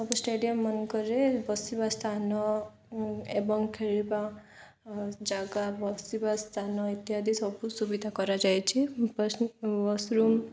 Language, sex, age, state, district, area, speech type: Odia, female, 18-30, Odisha, Koraput, urban, spontaneous